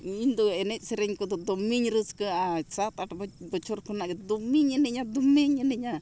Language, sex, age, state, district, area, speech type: Santali, female, 60+, Jharkhand, Bokaro, rural, spontaneous